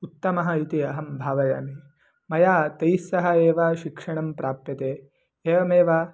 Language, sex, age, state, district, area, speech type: Sanskrit, male, 18-30, Karnataka, Mandya, rural, spontaneous